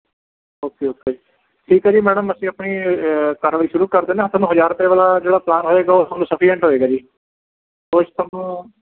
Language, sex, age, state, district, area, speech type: Punjabi, male, 30-45, Punjab, Mohali, urban, conversation